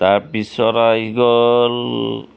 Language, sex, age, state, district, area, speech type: Assamese, male, 45-60, Assam, Charaideo, urban, spontaneous